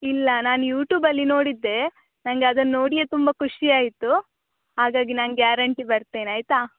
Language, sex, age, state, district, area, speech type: Kannada, female, 18-30, Karnataka, Udupi, rural, conversation